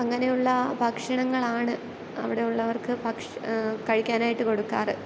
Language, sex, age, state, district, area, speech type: Malayalam, female, 18-30, Kerala, Kottayam, rural, spontaneous